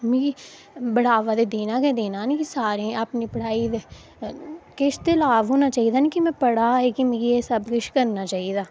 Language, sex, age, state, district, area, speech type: Dogri, female, 18-30, Jammu and Kashmir, Udhampur, rural, spontaneous